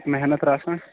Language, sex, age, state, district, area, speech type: Kashmiri, male, 18-30, Jammu and Kashmir, Shopian, urban, conversation